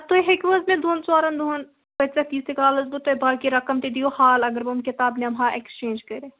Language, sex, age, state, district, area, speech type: Kashmiri, female, 18-30, Jammu and Kashmir, Baramulla, rural, conversation